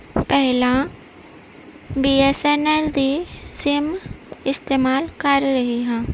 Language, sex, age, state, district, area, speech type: Punjabi, female, 30-45, Punjab, Gurdaspur, rural, spontaneous